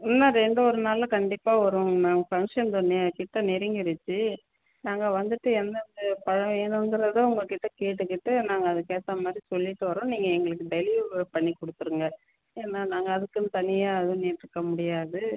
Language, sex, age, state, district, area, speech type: Tamil, female, 30-45, Tamil Nadu, Tiruchirappalli, rural, conversation